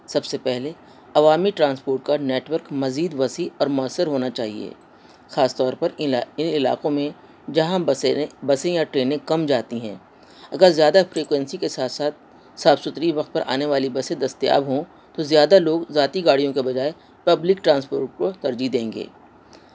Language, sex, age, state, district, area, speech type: Urdu, female, 60+, Delhi, North East Delhi, urban, spontaneous